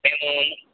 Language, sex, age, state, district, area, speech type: Telugu, male, 18-30, Andhra Pradesh, N T Rama Rao, rural, conversation